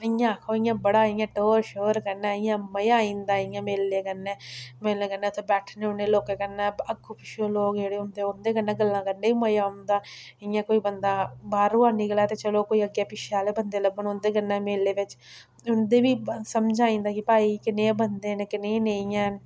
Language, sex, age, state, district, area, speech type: Dogri, female, 18-30, Jammu and Kashmir, Udhampur, rural, spontaneous